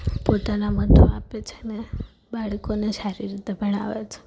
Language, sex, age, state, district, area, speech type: Gujarati, female, 18-30, Gujarat, Rajkot, urban, spontaneous